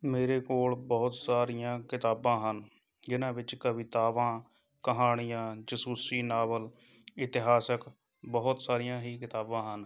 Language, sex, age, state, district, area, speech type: Punjabi, male, 30-45, Punjab, Shaheed Bhagat Singh Nagar, rural, spontaneous